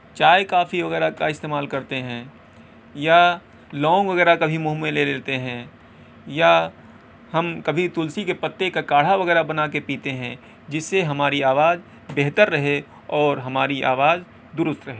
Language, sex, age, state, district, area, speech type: Urdu, male, 30-45, Uttar Pradesh, Balrampur, rural, spontaneous